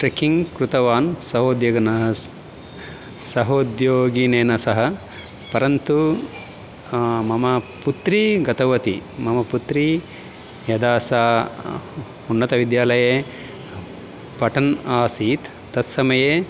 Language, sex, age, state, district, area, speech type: Sanskrit, male, 45-60, Telangana, Karimnagar, urban, spontaneous